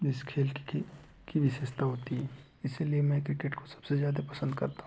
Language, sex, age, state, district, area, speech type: Hindi, male, 18-30, Madhya Pradesh, Betul, rural, spontaneous